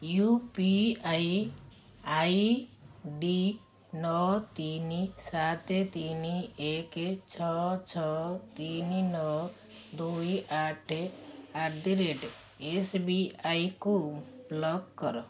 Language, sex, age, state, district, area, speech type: Odia, female, 45-60, Odisha, Puri, urban, read